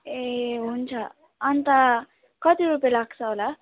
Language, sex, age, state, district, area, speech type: Nepali, female, 18-30, West Bengal, Alipurduar, urban, conversation